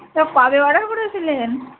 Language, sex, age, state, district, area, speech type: Bengali, female, 30-45, West Bengal, Birbhum, urban, conversation